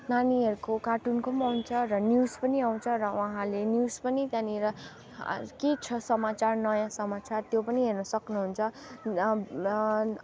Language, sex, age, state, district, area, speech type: Nepali, female, 30-45, West Bengal, Darjeeling, rural, spontaneous